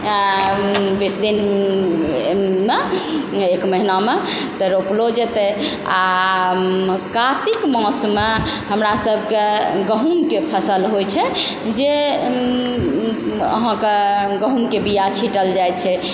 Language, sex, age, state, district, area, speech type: Maithili, male, 45-60, Bihar, Supaul, rural, spontaneous